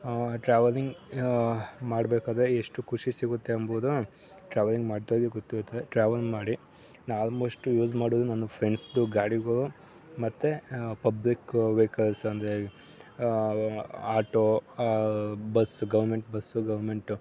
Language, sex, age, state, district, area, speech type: Kannada, male, 18-30, Karnataka, Mandya, rural, spontaneous